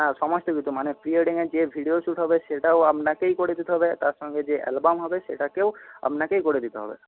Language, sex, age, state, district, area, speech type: Bengali, male, 18-30, West Bengal, Paschim Medinipur, rural, conversation